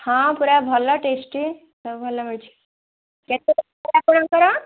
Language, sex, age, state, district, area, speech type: Odia, female, 18-30, Odisha, Kendujhar, urban, conversation